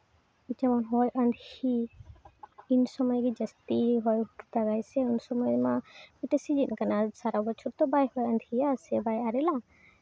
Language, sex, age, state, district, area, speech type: Santali, female, 18-30, West Bengal, Uttar Dinajpur, rural, spontaneous